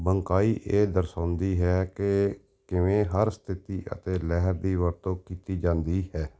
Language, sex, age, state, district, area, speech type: Punjabi, male, 45-60, Punjab, Gurdaspur, urban, read